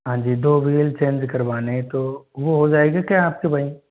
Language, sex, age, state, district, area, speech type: Hindi, male, 45-60, Rajasthan, Jodhpur, rural, conversation